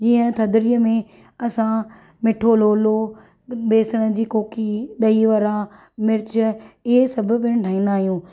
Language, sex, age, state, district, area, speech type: Sindhi, female, 30-45, Maharashtra, Thane, urban, spontaneous